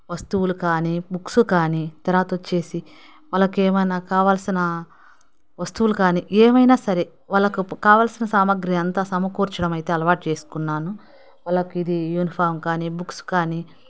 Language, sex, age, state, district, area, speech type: Telugu, female, 30-45, Andhra Pradesh, Nellore, urban, spontaneous